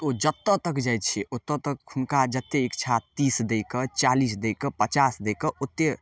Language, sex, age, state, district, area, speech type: Maithili, male, 18-30, Bihar, Darbhanga, rural, spontaneous